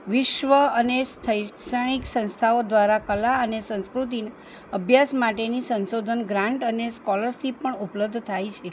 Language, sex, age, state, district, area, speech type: Gujarati, female, 45-60, Gujarat, Kheda, rural, spontaneous